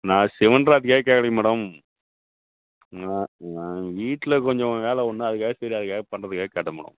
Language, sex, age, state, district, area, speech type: Tamil, male, 30-45, Tamil Nadu, Kallakurichi, rural, conversation